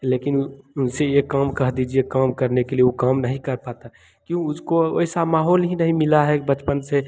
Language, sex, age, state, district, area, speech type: Hindi, male, 18-30, Bihar, Begusarai, rural, spontaneous